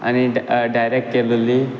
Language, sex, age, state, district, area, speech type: Goan Konkani, male, 18-30, Goa, Quepem, rural, spontaneous